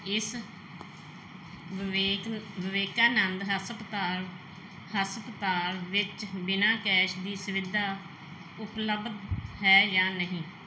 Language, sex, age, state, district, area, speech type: Punjabi, female, 45-60, Punjab, Mansa, urban, read